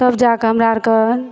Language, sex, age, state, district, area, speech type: Maithili, female, 45-60, Bihar, Supaul, rural, spontaneous